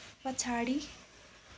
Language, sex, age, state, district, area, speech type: Nepali, female, 18-30, West Bengal, Darjeeling, rural, read